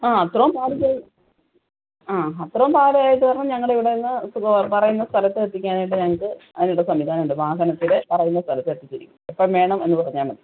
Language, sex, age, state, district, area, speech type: Malayalam, female, 45-60, Kerala, Kottayam, rural, conversation